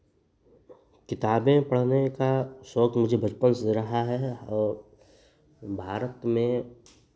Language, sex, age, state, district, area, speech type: Hindi, male, 30-45, Uttar Pradesh, Chandauli, rural, spontaneous